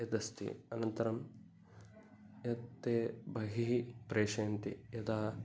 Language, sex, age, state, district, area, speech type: Sanskrit, male, 18-30, Kerala, Kasaragod, rural, spontaneous